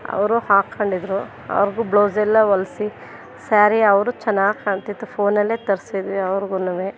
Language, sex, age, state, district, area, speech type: Kannada, female, 30-45, Karnataka, Mandya, urban, spontaneous